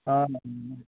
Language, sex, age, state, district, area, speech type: Assamese, male, 45-60, Assam, Biswanath, rural, conversation